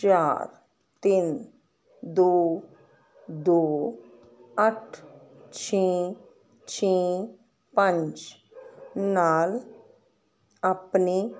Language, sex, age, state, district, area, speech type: Punjabi, female, 60+, Punjab, Fazilka, rural, read